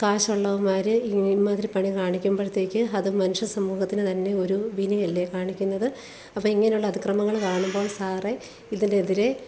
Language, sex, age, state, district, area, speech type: Malayalam, female, 45-60, Kerala, Alappuzha, rural, spontaneous